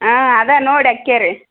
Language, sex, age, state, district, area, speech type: Kannada, female, 18-30, Karnataka, Koppal, rural, conversation